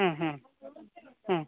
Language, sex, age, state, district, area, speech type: Kannada, female, 30-45, Karnataka, Uttara Kannada, rural, conversation